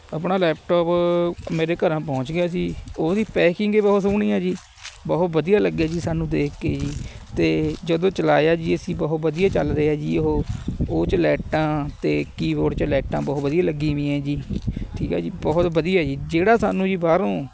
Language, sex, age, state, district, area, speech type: Punjabi, male, 18-30, Punjab, Fatehgarh Sahib, rural, spontaneous